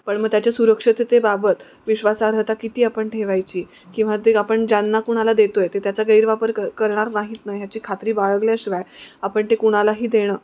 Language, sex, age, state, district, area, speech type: Marathi, female, 30-45, Maharashtra, Nanded, rural, spontaneous